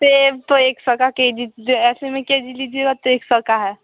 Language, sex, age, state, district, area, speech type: Hindi, female, 18-30, Bihar, Samastipur, rural, conversation